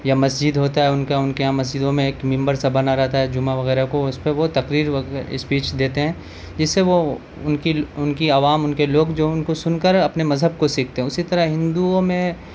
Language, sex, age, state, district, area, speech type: Urdu, male, 30-45, Delhi, South Delhi, urban, spontaneous